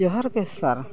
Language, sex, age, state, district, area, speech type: Santali, female, 60+, Odisha, Mayurbhanj, rural, spontaneous